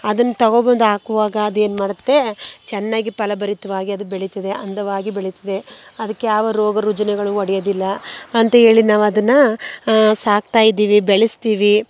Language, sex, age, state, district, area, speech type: Kannada, female, 30-45, Karnataka, Mandya, rural, spontaneous